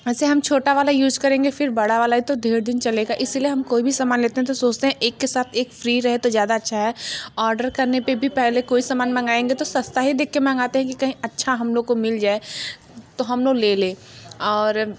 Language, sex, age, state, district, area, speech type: Hindi, female, 45-60, Uttar Pradesh, Mirzapur, rural, spontaneous